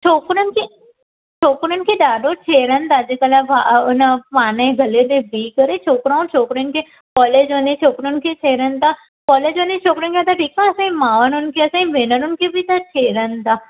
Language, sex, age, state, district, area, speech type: Sindhi, female, 18-30, Gujarat, Surat, urban, conversation